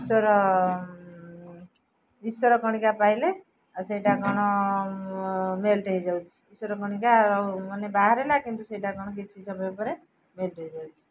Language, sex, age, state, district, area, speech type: Odia, female, 45-60, Odisha, Jagatsinghpur, rural, spontaneous